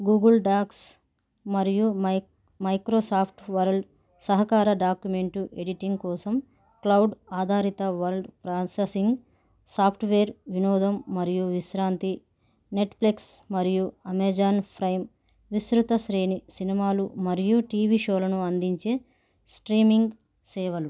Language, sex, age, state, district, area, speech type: Telugu, female, 30-45, Telangana, Bhadradri Kothagudem, urban, spontaneous